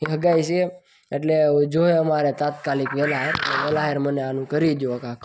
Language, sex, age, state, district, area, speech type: Gujarati, male, 18-30, Gujarat, Surat, rural, spontaneous